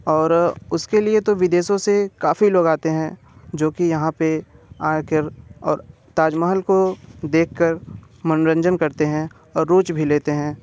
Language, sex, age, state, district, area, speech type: Hindi, male, 18-30, Uttar Pradesh, Bhadohi, urban, spontaneous